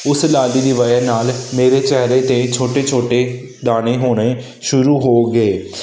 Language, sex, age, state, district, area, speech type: Punjabi, male, 18-30, Punjab, Hoshiarpur, urban, spontaneous